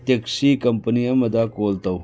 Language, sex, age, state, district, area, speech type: Manipuri, male, 60+, Manipur, Churachandpur, urban, read